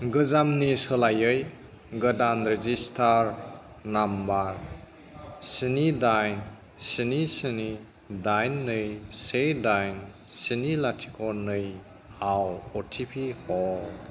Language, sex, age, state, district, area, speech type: Bodo, male, 45-60, Assam, Kokrajhar, urban, read